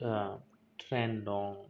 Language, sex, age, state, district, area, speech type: Bodo, male, 18-30, Assam, Kokrajhar, rural, spontaneous